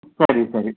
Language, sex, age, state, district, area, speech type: Kannada, male, 45-60, Karnataka, Shimoga, rural, conversation